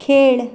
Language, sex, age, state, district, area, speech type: Goan Konkani, female, 30-45, Goa, Quepem, rural, read